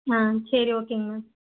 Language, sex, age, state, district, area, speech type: Tamil, female, 18-30, Tamil Nadu, Coimbatore, rural, conversation